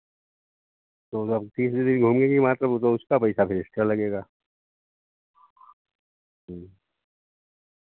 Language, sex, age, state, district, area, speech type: Hindi, male, 60+, Uttar Pradesh, Sitapur, rural, conversation